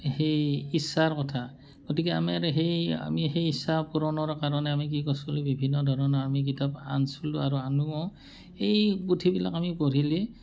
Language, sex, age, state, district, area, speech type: Assamese, male, 45-60, Assam, Barpeta, rural, spontaneous